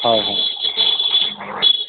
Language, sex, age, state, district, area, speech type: Assamese, male, 45-60, Assam, Udalguri, rural, conversation